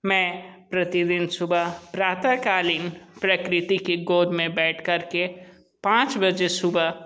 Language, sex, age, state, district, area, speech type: Hindi, male, 30-45, Uttar Pradesh, Sonbhadra, rural, spontaneous